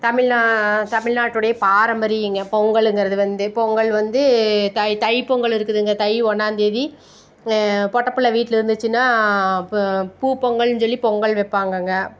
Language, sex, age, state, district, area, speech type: Tamil, female, 45-60, Tamil Nadu, Tiruppur, rural, spontaneous